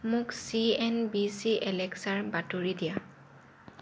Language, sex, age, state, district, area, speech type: Assamese, female, 18-30, Assam, Lakhimpur, rural, read